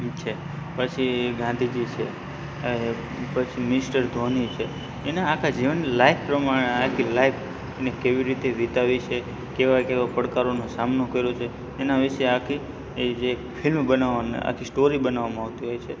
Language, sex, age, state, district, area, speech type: Gujarati, male, 18-30, Gujarat, Morbi, urban, spontaneous